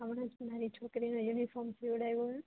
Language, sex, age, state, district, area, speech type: Gujarati, female, 18-30, Gujarat, Junagadh, urban, conversation